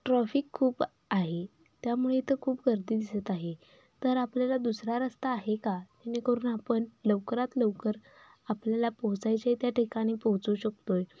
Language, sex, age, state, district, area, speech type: Marathi, female, 18-30, Maharashtra, Sangli, rural, spontaneous